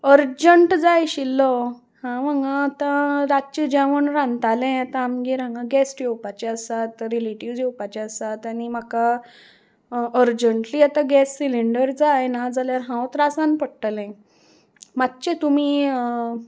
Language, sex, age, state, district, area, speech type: Goan Konkani, female, 18-30, Goa, Salcete, urban, spontaneous